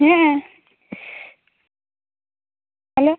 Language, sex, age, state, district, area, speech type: Bengali, female, 30-45, West Bengal, Dakshin Dinajpur, urban, conversation